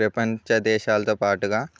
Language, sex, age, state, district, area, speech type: Telugu, male, 18-30, Telangana, Bhadradri Kothagudem, rural, spontaneous